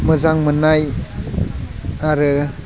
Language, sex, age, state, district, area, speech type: Bodo, male, 18-30, Assam, Udalguri, rural, spontaneous